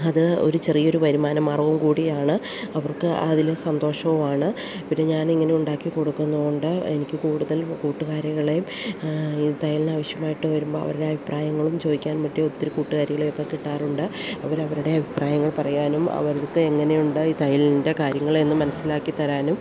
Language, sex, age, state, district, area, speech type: Malayalam, female, 30-45, Kerala, Idukki, rural, spontaneous